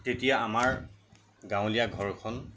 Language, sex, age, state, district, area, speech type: Assamese, male, 45-60, Assam, Nagaon, rural, spontaneous